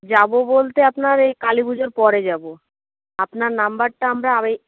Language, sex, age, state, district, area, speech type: Bengali, female, 60+, West Bengal, Nadia, rural, conversation